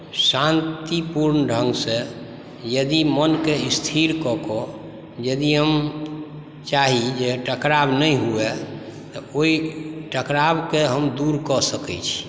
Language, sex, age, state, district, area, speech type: Maithili, male, 45-60, Bihar, Supaul, rural, spontaneous